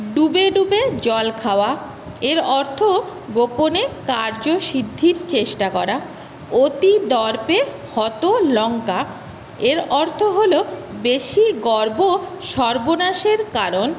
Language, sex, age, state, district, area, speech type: Bengali, female, 30-45, West Bengal, Paschim Medinipur, urban, spontaneous